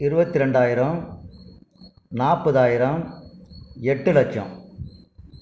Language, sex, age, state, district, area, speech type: Tamil, male, 60+, Tamil Nadu, Krishnagiri, rural, spontaneous